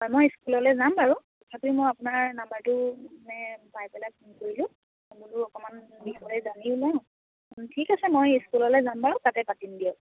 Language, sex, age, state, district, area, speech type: Assamese, female, 18-30, Assam, Biswanath, rural, conversation